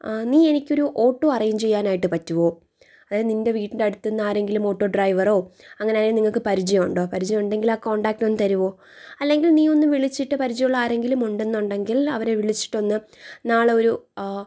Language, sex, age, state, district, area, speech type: Malayalam, female, 18-30, Kerala, Thiruvananthapuram, urban, spontaneous